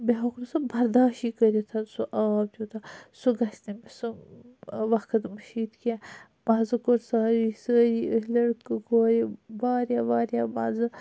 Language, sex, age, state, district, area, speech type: Kashmiri, female, 45-60, Jammu and Kashmir, Srinagar, urban, spontaneous